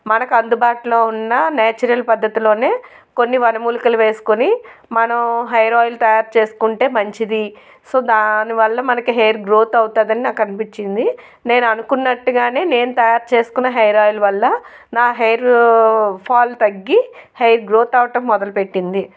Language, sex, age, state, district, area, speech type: Telugu, female, 30-45, Andhra Pradesh, Anakapalli, urban, spontaneous